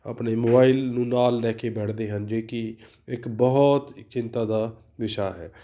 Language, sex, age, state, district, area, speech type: Punjabi, male, 30-45, Punjab, Fatehgarh Sahib, urban, spontaneous